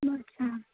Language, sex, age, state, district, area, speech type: Marathi, female, 30-45, Maharashtra, Nagpur, urban, conversation